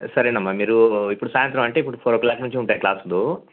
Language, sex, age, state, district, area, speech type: Telugu, male, 45-60, Andhra Pradesh, Nellore, urban, conversation